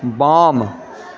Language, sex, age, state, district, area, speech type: Maithili, male, 18-30, Bihar, Supaul, rural, read